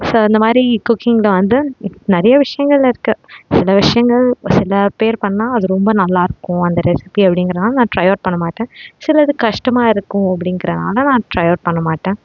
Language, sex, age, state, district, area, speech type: Tamil, female, 18-30, Tamil Nadu, Salem, urban, spontaneous